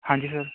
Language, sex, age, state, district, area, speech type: Punjabi, male, 18-30, Punjab, Kapurthala, urban, conversation